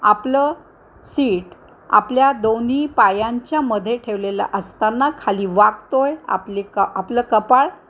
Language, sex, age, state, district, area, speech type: Marathi, female, 60+, Maharashtra, Nanded, urban, spontaneous